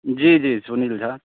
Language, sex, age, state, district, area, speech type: Maithili, male, 45-60, Bihar, Sitamarhi, urban, conversation